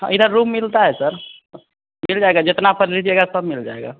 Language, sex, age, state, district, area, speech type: Hindi, male, 18-30, Bihar, Vaishali, rural, conversation